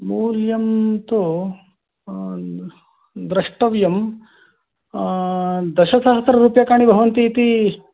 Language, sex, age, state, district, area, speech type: Sanskrit, male, 45-60, Karnataka, Mysore, urban, conversation